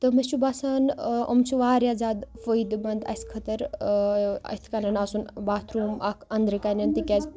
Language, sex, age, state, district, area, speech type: Kashmiri, female, 18-30, Jammu and Kashmir, Baramulla, rural, spontaneous